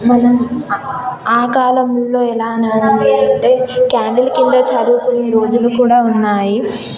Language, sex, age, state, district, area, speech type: Telugu, female, 18-30, Telangana, Jayashankar, rural, spontaneous